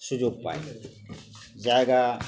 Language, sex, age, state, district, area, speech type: Bengali, male, 60+, West Bengal, Uttar Dinajpur, urban, spontaneous